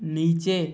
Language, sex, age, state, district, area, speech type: Hindi, male, 18-30, Madhya Pradesh, Bhopal, urban, read